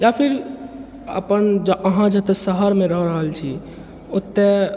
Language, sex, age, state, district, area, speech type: Maithili, male, 45-60, Bihar, Purnia, rural, spontaneous